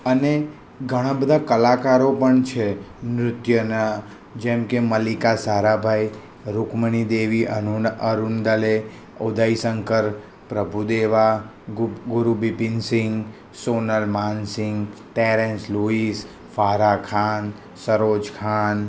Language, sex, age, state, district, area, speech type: Gujarati, male, 30-45, Gujarat, Kheda, rural, spontaneous